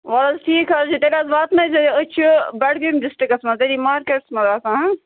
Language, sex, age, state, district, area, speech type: Kashmiri, female, 18-30, Jammu and Kashmir, Budgam, rural, conversation